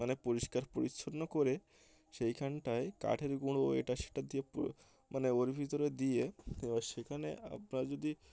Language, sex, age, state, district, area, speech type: Bengali, male, 18-30, West Bengal, Uttar Dinajpur, urban, spontaneous